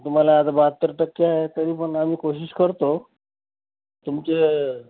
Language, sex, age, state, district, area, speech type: Marathi, male, 30-45, Maharashtra, Washim, rural, conversation